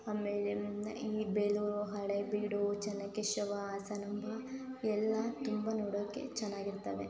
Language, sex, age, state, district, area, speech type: Kannada, female, 18-30, Karnataka, Hassan, rural, spontaneous